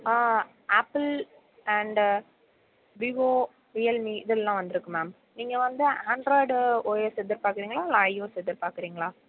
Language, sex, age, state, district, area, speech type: Tamil, female, 18-30, Tamil Nadu, Mayiladuthurai, rural, conversation